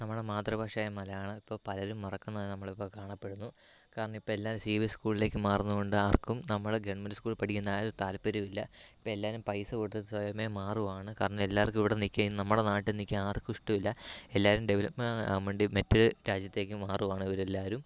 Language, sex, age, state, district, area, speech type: Malayalam, male, 18-30, Kerala, Kottayam, rural, spontaneous